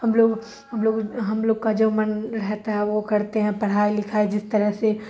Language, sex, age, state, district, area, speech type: Urdu, female, 30-45, Bihar, Darbhanga, rural, spontaneous